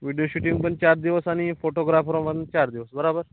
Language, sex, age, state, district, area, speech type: Marathi, male, 18-30, Maharashtra, Amravati, urban, conversation